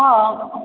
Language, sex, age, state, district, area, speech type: Maithili, female, 60+, Bihar, Supaul, rural, conversation